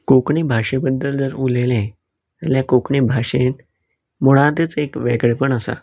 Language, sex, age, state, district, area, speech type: Goan Konkani, male, 18-30, Goa, Canacona, rural, spontaneous